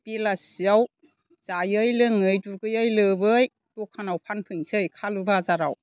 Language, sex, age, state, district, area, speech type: Bodo, female, 60+, Assam, Chirang, rural, spontaneous